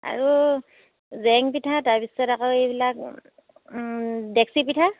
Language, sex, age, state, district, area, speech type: Assamese, female, 30-45, Assam, Dhemaji, rural, conversation